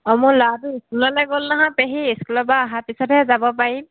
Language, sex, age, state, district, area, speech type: Assamese, female, 30-45, Assam, Dhemaji, rural, conversation